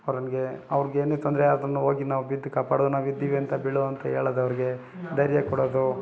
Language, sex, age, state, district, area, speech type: Kannada, male, 30-45, Karnataka, Bangalore Rural, rural, spontaneous